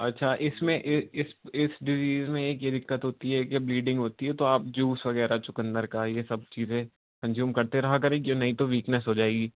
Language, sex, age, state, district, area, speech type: Urdu, male, 18-30, Uttar Pradesh, Rampur, urban, conversation